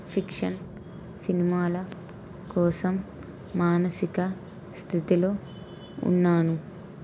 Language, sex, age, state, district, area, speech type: Telugu, female, 18-30, Andhra Pradesh, N T Rama Rao, urban, read